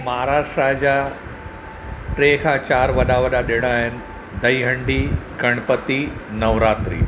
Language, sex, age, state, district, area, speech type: Sindhi, male, 45-60, Maharashtra, Thane, urban, spontaneous